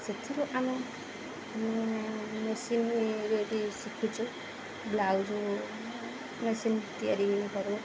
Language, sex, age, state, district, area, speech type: Odia, female, 30-45, Odisha, Jagatsinghpur, rural, spontaneous